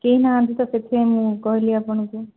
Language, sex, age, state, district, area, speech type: Odia, female, 60+, Odisha, Kandhamal, rural, conversation